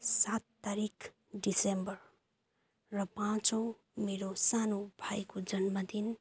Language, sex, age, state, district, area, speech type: Nepali, female, 30-45, West Bengal, Kalimpong, rural, spontaneous